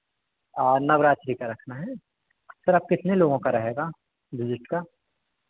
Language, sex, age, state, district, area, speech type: Hindi, male, 30-45, Madhya Pradesh, Hoshangabad, urban, conversation